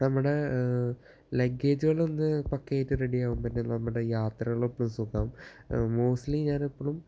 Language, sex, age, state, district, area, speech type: Malayalam, male, 18-30, Kerala, Thrissur, urban, spontaneous